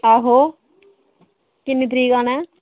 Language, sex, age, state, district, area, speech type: Dogri, female, 18-30, Jammu and Kashmir, Reasi, rural, conversation